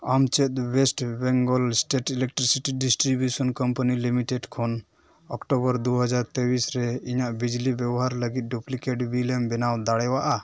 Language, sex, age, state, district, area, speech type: Santali, male, 18-30, West Bengal, Dakshin Dinajpur, rural, read